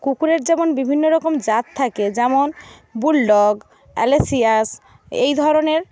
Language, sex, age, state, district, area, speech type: Bengali, female, 60+, West Bengal, Paschim Medinipur, rural, spontaneous